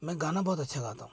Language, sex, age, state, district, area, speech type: Hindi, male, 30-45, Rajasthan, Jaipur, urban, spontaneous